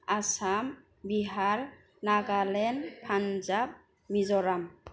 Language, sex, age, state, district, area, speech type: Bodo, female, 18-30, Assam, Kokrajhar, urban, spontaneous